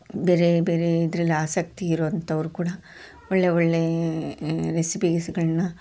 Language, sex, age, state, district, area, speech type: Kannada, female, 45-60, Karnataka, Koppal, urban, spontaneous